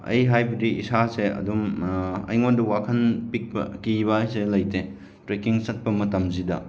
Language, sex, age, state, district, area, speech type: Manipuri, male, 30-45, Manipur, Chandel, rural, spontaneous